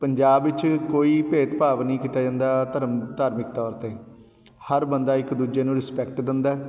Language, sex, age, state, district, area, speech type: Punjabi, male, 30-45, Punjab, Patiala, urban, spontaneous